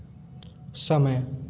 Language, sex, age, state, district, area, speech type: Hindi, male, 18-30, Madhya Pradesh, Hoshangabad, urban, read